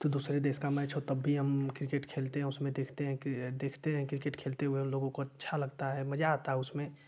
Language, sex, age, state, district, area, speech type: Hindi, male, 18-30, Uttar Pradesh, Ghazipur, rural, spontaneous